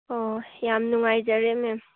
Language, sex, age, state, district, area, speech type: Manipuri, female, 18-30, Manipur, Churachandpur, rural, conversation